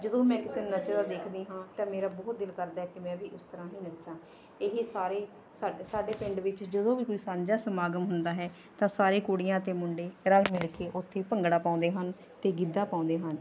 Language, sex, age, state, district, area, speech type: Punjabi, female, 45-60, Punjab, Barnala, rural, spontaneous